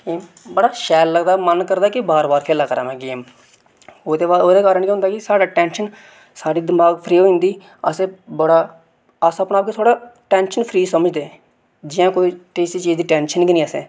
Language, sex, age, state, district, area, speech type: Dogri, male, 18-30, Jammu and Kashmir, Reasi, urban, spontaneous